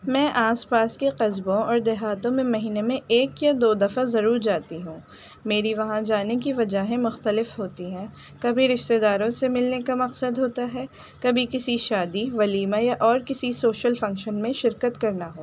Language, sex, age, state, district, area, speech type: Urdu, female, 18-30, Delhi, North East Delhi, urban, spontaneous